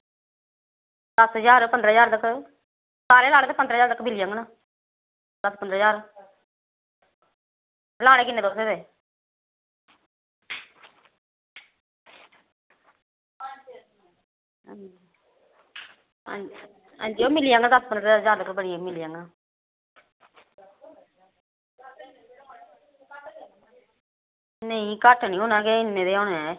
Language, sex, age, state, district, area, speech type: Dogri, female, 30-45, Jammu and Kashmir, Samba, rural, conversation